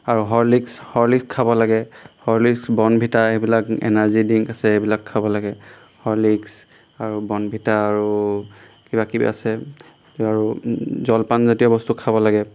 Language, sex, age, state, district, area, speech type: Assamese, male, 18-30, Assam, Golaghat, rural, spontaneous